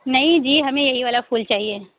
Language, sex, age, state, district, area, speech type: Urdu, female, 18-30, Uttar Pradesh, Lucknow, rural, conversation